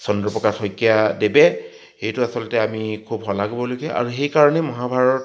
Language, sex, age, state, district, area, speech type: Assamese, male, 60+, Assam, Charaideo, rural, spontaneous